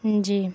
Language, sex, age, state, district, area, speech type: Urdu, female, 18-30, Bihar, Saharsa, rural, spontaneous